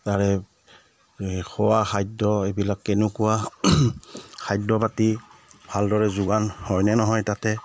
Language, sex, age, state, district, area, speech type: Assamese, male, 45-60, Assam, Udalguri, rural, spontaneous